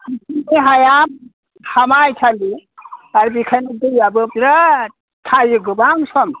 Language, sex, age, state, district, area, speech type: Bodo, male, 60+, Assam, Udalguri, rural, conversation